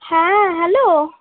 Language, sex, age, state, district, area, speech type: Bengali, female, 60+, West Bengal, Purulia, urban, conversation